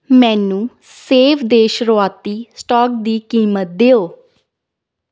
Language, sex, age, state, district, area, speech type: Punjabi, female, 18-30, Punjab, Shaheed Bhagat Singh Nagar, rural, read